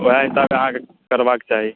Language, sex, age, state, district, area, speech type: Maithili, male, 18-30, Bihar, Madhubani, rural, conversation